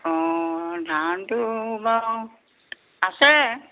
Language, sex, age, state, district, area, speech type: Assamese, female, 60+, Assam, Golaghat, rural, conversation